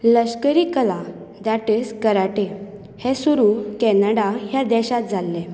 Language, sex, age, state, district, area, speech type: Goan Konkani, female, 18-30, Goa, Bardez, urban, spontaneous